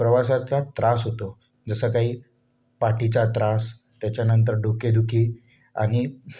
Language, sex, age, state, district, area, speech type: Marathi, male, 18-30, Maharashtra, Wardha, urban, spontaneous